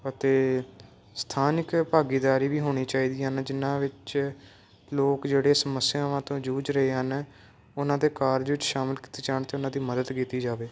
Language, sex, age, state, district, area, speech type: Punjabi, male, 18-30, Punjab, Moga, rural, spontaneous